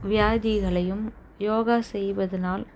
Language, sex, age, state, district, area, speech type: Tamil, female, 30-45, Tamil Nadu, Chennai, urban, spontaneous